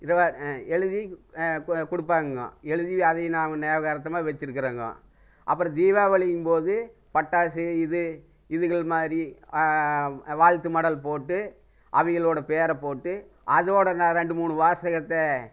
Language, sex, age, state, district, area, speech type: Tamil, male, 60+, Tamil Nadu, Erode, urban, spontaneous